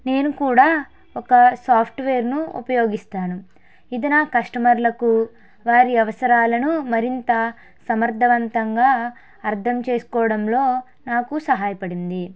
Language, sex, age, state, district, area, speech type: Telugu, female, 18-30, Andhra Pradesh, Konaseema, rural, spontaneous